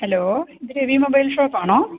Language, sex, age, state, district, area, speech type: Malayalam, female, 45-60, Kerala, Malappuram, rural, conversation